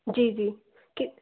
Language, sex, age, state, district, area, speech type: Hindi, female, 60+, Madhya Pradesh, Bhopal, urban, conversation